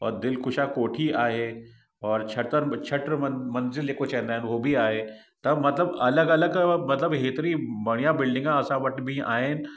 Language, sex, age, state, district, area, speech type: Sindhi, male, 45-60, Uttar Pradesh, Lucknow, urban, spontaneous